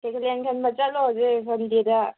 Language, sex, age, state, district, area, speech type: Manipuri, female, 18-30, Manipur, Senapati, urban, conversation